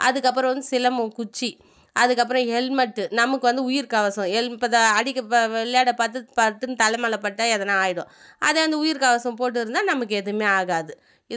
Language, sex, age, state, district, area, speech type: Tamil, female, 30-45, Tamil Nadu, Viluppuram, rural, spontaneous